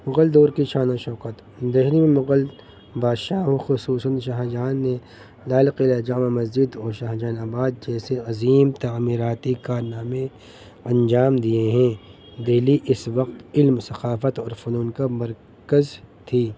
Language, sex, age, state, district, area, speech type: Urdu, male, 30-45, Delhi, North East Delhi, urban, spontaneous